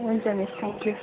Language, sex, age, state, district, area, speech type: Nepali, female, 18-30, West Bengal, Darjeeling, rural, conversation